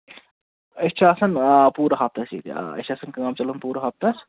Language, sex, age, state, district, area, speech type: Kashmiri, male, 30-45, Jammu and Kashmir, Anantnag, rural, conversation